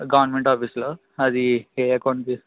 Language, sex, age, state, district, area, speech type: Telugu, male, 18-30, Andhra Pradesh, Eluru, rural, conversation